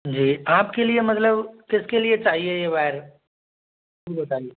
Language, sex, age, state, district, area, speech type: Hindi, male, 60+, Madhya Pradesh, Bhopal, urban, conversation